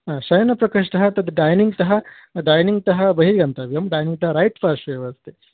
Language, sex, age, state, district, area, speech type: Sanskrit, male, 18-30, West Bengal, North 24 Parganas, rural, conversation